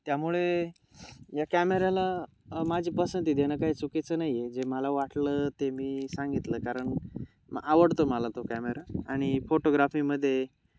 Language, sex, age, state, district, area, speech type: Marathi, male, 18-30, Maharashtra, Nashik, urban, spontaneous